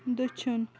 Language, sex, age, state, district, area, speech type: Kashmiri, female, 18-30, Jammu and Kashmir, Anantnag, rural, read